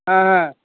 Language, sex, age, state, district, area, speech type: Bengali, male, 60+, West Bengal, Hooghly, rural, conversation